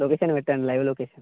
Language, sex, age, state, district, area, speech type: Telugu, male, 18-30, Telangana, Mancherial, rural, conversation